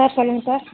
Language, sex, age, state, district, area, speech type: Tamil, female, 18-30, Tamil Nadu, Madurai, urban, conversation